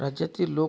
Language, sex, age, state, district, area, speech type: Marathi, male, 45-60, Maharashtra, Akola, rural, spontaneous